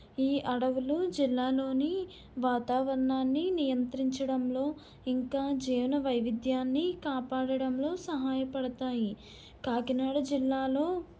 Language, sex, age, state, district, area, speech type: Telugu, female, 30-45, Andhra Pradesh, Kakinada, rural, spontaneous